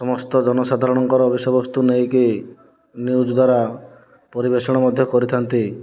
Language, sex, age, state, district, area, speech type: Odia, male, 30-45, Odisha, Kandhamal, rural, spontaneous